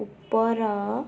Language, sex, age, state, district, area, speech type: Odia, female, 18-30, Odisha, Cuttack, urban, read